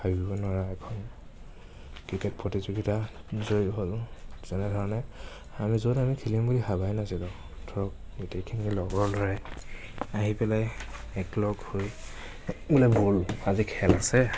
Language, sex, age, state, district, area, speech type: Assamese, male, 30-45, Assam, Nagaon, rural, spontaneous